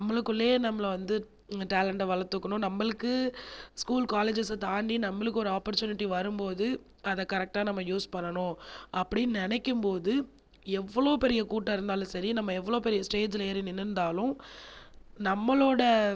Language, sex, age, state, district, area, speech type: Tamil, female, 30-45, Tamil Nadu, Viluppuram, urban, spontaneous